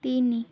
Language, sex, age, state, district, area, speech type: Odia, female, 18-30, Odisha, Kendrapara, urban, read